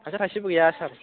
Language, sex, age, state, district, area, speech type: Bodo, male, 18-30, Assam, Kokrajhar, rural, conversation